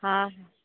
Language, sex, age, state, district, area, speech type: Sindhi, female, 30-45, Maharashtra, Thane, urban, conversation